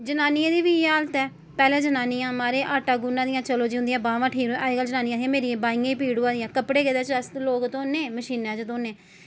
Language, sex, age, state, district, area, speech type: Dogri, female, 30-45, Jammu and Kashmir, Samba, rural, spontaneous